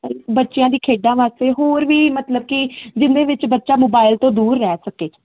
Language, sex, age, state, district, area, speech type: Punjabi, female, 18-30, Punjab, Faridkot, urban, conversation